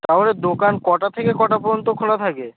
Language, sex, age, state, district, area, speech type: Bengali, male, 18-30, West Bengal, North 24 Parganas, rural, conversation